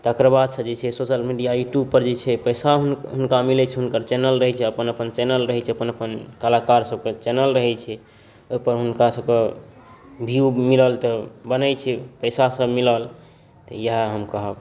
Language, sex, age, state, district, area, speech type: Maithili, male, 18-30, Bihar, Saharsa, rural, spontaneous